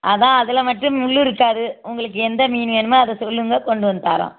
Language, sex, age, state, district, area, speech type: Tamil, female, 60+, Tamil Nadu, Tiruppur, rural, conversation